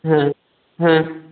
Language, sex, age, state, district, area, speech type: Bengali, male, 45-60, West Bengal, Birbhum, urban, conversation